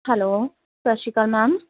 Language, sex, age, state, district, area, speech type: Punjabi, female, 18-30, Punjab, Patiala, rural, conversation